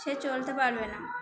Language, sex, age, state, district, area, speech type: Bengali, female, 18-30, West Bengal, Birbhum, urban, spontaneous